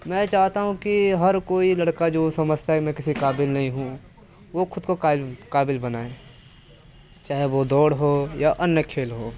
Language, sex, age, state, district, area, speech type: Hindi, male, 18-30, Uttar Pradesh, Mirzapur, rural, spontaneous